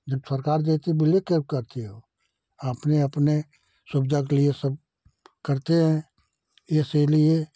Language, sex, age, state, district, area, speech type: Hindi, male, 60+, Uttar Pradesh, Jaunpur, rural, spontaneous